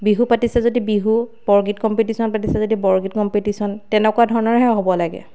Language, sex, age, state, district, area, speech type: Assamese, female, 30-45, Assam, Sivasagar, rural, spontaneous